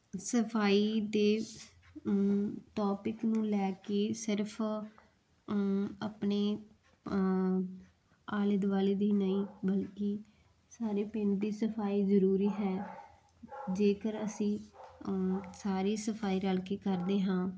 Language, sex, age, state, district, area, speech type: Punjabi, female, 30-45, Punjab, Muktsar, rural, spontaneous